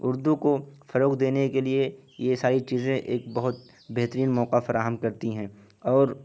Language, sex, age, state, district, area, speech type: Urdu, male, 18-30, Uttar Pradesh, Siddharthnagar, rural, spontaneous